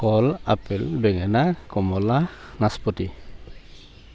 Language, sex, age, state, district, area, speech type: Assamese, male, 45-60, Assam, Charaideo, rural, spontaneous